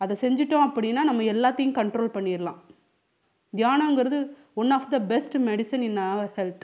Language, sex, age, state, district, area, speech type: Tamil, female, 45-60, Tamil Nadu, Pudukkottai, rural, spontaneous